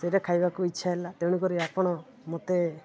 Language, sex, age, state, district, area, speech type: Odia, male, 18-30, Odisha, Nabarangpur, urban, spontaneous